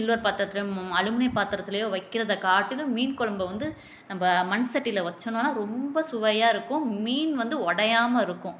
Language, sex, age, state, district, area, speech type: Tamil, female, 30-45, Tamil Nadu, Tiruchirappalli, rural, spontaneous